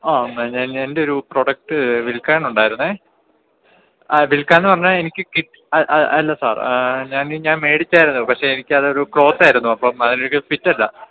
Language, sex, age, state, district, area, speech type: Malayalam, male, 18-30, Kerala, Idukki, urban, conversation